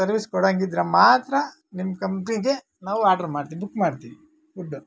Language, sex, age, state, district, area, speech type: Kannada, male, 45-60, Karnataka, Bangalore Rural, rural, spontaneous